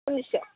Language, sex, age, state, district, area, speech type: Bodo, female, 45-60, Assam, Udalguri, rural, conversation